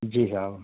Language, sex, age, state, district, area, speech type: Urdu, male, 60+, Delhi, South Delhi, urban, conversation